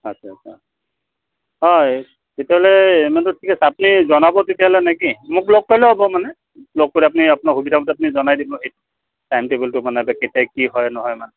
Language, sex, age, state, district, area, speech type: Assamese, male, 45-60, Assam, Dibrugarh, urban, conversation